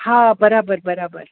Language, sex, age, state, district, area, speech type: Sindhi, female, 60+, Gujarat, Kutch, urban, conversation